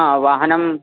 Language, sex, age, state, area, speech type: Sanskrit, male, 18-30, Uttar Pradesh, rural, conversation